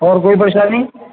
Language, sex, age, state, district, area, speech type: Urdu, male, 60+, Uttar Pradesh, Rampur, urban, conversation